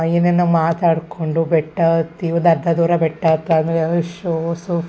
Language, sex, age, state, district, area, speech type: Kannada, female, 30-45, Karnataka, Hassan, urban, spontaneous